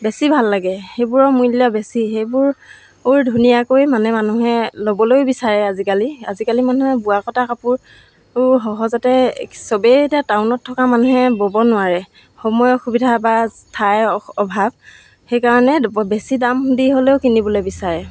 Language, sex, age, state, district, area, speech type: Assamese, female, 30-45, Assam, Sivasagar, rural, spontaneous